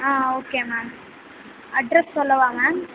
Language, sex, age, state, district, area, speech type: Tamil, female, 18-30, Tamil Nadu, Sivaganga, rural, conversation